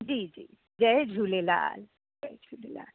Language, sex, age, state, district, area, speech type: Sindhi, female, 45-60, Delhi, South Delhi, urban, conversation